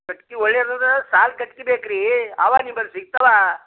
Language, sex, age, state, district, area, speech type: Kannada, male, 60+, Karnataka, Bidar, rural, conversation